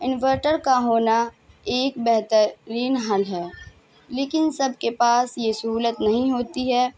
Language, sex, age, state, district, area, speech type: Urdu, female, 18-30, Bihar, Madhubani, urban, spontaneous